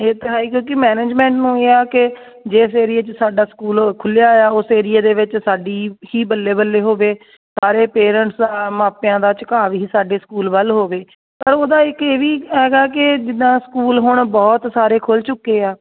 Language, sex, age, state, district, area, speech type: Punjabi, female, 30-45, Punjab, Jalandhar, rural, conversation